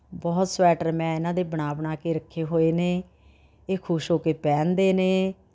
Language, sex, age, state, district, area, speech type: Punjabi, female, 60+, Punjab, Rupnagar, urban, spontaneous